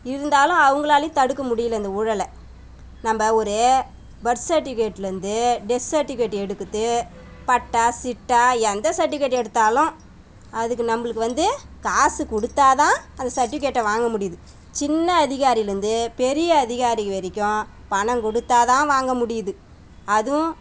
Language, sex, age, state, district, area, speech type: Tamil, female, 30-45, Tamil Nadu, Tiruvannamalai, rural, spontaneous